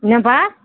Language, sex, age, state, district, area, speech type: Tamil, female, 45-60, Tamil Nadu, Cuddalore, rural, conversation